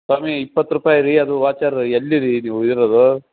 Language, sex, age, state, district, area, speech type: Kannada, male, 60+, Karnataka, Bellary, rural, conversation